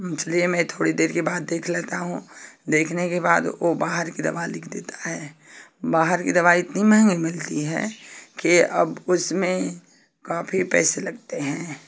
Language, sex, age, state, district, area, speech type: Hindi, female, 45-60, Uttar Pradesh, Ghazipur, rural, spontaneous